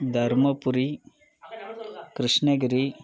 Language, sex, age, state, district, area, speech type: Tamil, male, 18-30, Tamil Nadu, Dharmapuri, rural, spontaneous